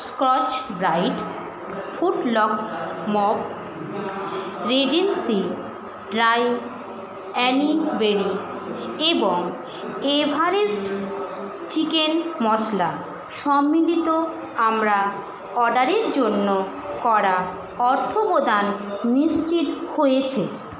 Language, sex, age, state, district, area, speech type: Bengali, female, 60+, West Bengal, Jhargram, rural, read